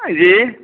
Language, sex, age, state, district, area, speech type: Hindi, male, 60+, Bihar, Samastipur, urban, conversation